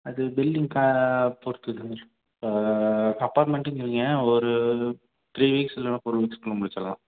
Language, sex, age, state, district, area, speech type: Tamil, male, 18-30, Tamil Nadu, Thanjavur, rural, conversation